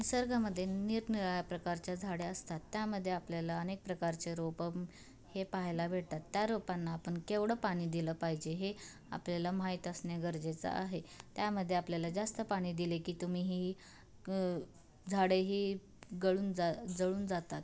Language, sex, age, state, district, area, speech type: Marathi, female, 18-30, Maharashtra, Osmanabad, rural, spontaneous